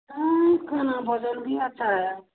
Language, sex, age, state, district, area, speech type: Hindi, female, 60+, Bihar, Madhepura, rural, conversation